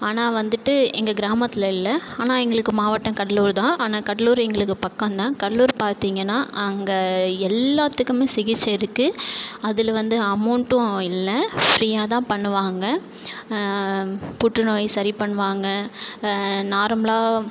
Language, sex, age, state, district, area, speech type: Tamil, male, 30-45, Tamil Nadu, Cuddalore, rural, spontaneous